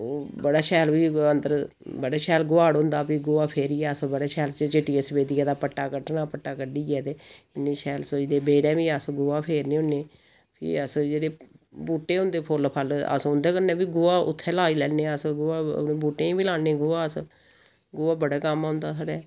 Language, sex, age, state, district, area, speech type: Dogri, female, 45-60, Jammu and Kashmir, Samba, rural, spontaneous